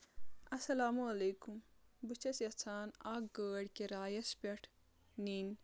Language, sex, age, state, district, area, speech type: Kashmiri, female, 30-45, Jammu and Kashmir, Kulgam, rural, spontaneous